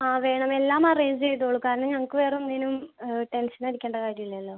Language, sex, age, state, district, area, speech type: Malayalam, female, 18-30, Kerala, Ernakulam, rural, conversation